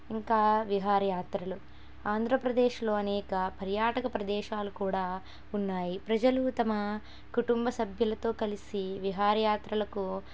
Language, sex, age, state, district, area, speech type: Telugu, female, 18-30, Andhra Pradesh, N T Rama Rao, urban, spontaneous